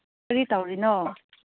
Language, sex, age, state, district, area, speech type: Manipuri, female, 30-45, Manipur, Chandel, rural, conversation